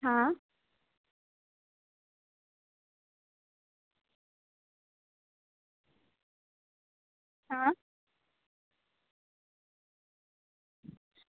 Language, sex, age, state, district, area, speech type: Gujarati, female, 18-30, Gujarat, Valsad, rural, conversation